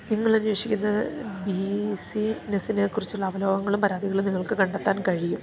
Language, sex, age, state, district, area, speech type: Malayalam, female, 30-45, Kerala, Idukki, rural, read